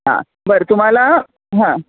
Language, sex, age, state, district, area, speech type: Marathi, male, 30-45, Maharashtra, Kolhapur, urban, conversation